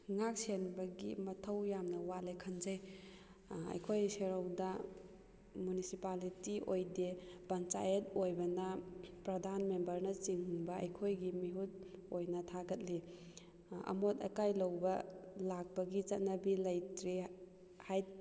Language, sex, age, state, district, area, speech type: Manipuri, female, 30-45, Manipur, Kakching, rural, spontaneous